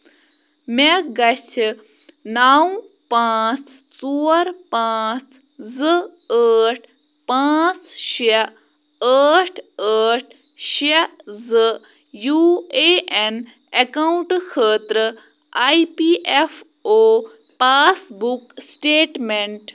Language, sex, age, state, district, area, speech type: Kashmiri, female, 18-30, Jammu and Kashmir, Bandipora, rural, read